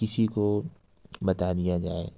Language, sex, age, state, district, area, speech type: Urdu, male, 60+, Uttar Pradesh, Lucknow, urban, spontaneous